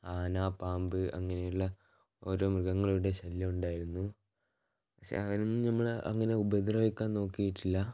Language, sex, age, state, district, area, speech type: Malayalam, male, 18-30, Kerala, Kannur, rural, spontaneous